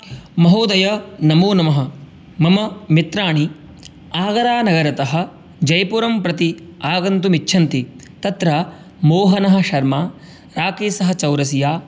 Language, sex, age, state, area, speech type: Sanskrit, male, 18-30, Uttar Pradesh, rural, spontaneous